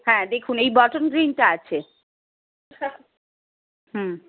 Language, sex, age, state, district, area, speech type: Bengali, female, 30-45, West Bengal, Darjeeling, rural, conversation